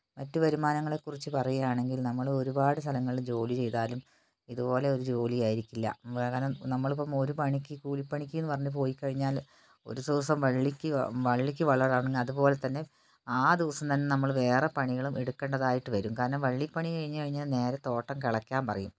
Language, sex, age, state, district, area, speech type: Malayalam, female, 60+, Kerala, Wayanad, rural, spontaneous